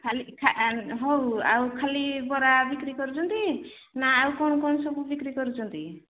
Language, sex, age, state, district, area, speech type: Odia, female, 45-60, Odisha, Angul, rural, conversation